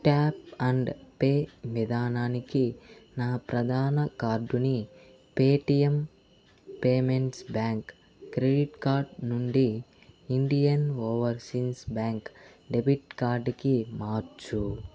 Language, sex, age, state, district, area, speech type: Telugu, male, 30-45, Andhra Pradesh, Chittoor, urban, read